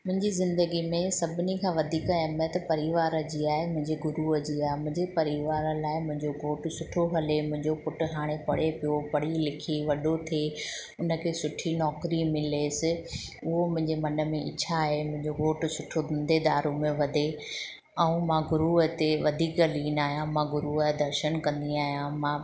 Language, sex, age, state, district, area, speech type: Sindhi, female, 30-45, Gujarat, Ahmedabad, urban, spontaneous